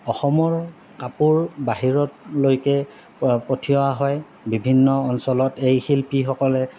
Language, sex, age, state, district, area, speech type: Assamese, male, 30-45, Assam, Goalpara, urban, spontaneous